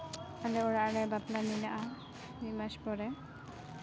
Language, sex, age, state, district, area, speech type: Santali, female, 18-30, West Bengal, Uttar Dinajpur, rural, spontaneous